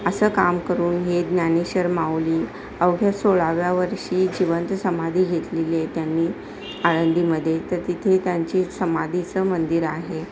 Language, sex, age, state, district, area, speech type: Marathi, female, 45-60, Maharashtra, Palghar, urban, spontaneous